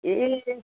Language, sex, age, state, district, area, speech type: Nepali, female, 45-60, West Bengal, Darjeeling, rural, conversation